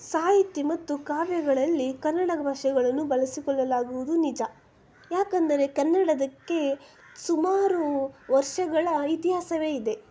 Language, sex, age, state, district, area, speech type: Kannada, female, 18-30, Karnataka, Shimoga, urban, spontaneous